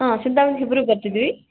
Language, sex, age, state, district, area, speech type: Kannada, female, 18-30, Karnataka, Bangalore Rural, rural, conversation